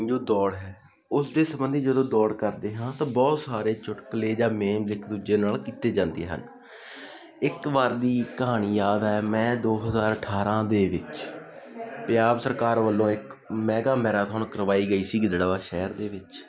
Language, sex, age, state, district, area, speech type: Punjabi, male, 18-30, Punjab, Muktsar, rural, spontaneous